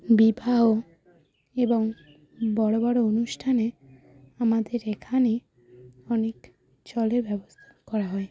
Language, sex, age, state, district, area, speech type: Bengali, female, 30-45, West Bengal, Hooghly, urban, spontaneous